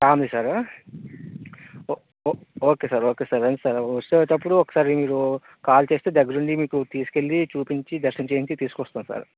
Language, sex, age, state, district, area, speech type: Telugu, male, 45-60, Andhra Pradesh, Vizianagaram, rural, conversation